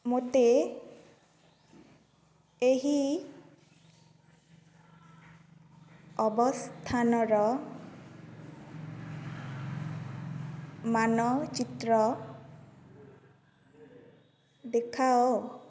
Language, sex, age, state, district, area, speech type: Odia, female, 18-30, Odisha, Kendrapara, urban, read